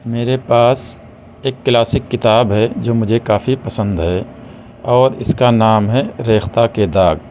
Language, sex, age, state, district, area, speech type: Urdu, male, 30-45, Uttar Pradesh, Balrampur, rural, spontaneous